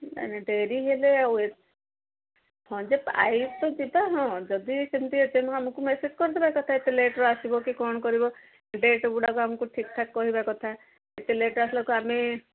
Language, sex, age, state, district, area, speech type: Odia, female, 60+, Odisha, Gajapati, rural, conversation